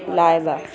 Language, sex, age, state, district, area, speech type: Urdu, female, 18-30, Uttar Pradesh, Gautam Buddha Nagar, rural, spontaneous